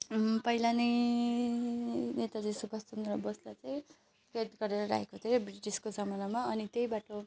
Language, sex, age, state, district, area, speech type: Nepali, female, 30-45, West Bengal, Alipurduar, rural, spontaneous